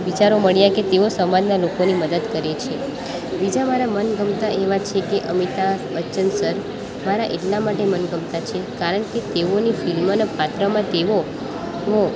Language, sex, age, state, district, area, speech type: Gujarati, female, 18-30, Gujarat, Valsad, rural, spontaneous